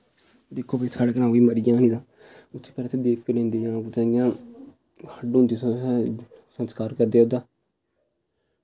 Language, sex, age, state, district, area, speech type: Dogri, male, 18-30, Jammu and Kashmir, Udhampur, rural, spontaneous